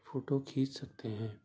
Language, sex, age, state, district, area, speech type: Urdu, male, 18-30, Delhi, Central Delhi, urban, spontaneous